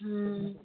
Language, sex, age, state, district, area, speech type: Punjabi, female, 30-45, Punjab, Patiala, urban, conversation